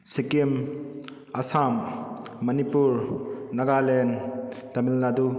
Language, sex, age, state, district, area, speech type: Manipuri, male, 30-45, Manipur, Kakching, rural, spontaneous